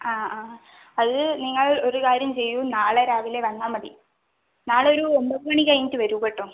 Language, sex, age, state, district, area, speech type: Malayalam, female, 18-30, Kerala, Wayanad, rural, conversation